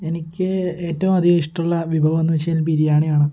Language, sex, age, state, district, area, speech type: Malayalam, male, 18-30, Kerala, Kottayam, rural, spontaneous